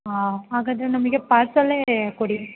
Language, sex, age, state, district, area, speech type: Kannada, female, 18-30, Karnataka, Tumkur, rural, conversation